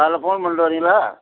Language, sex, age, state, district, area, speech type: Tamil, male, 60+, Tamil Nadu, Tiruvarur, rural, conversation